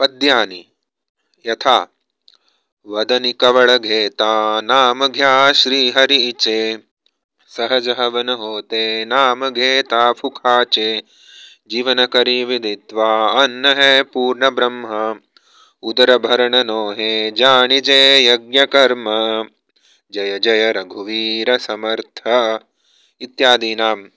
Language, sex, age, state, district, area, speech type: Sanskrit, male, 30-45, Karnataka, Bangalore Urban, urban, spontaneous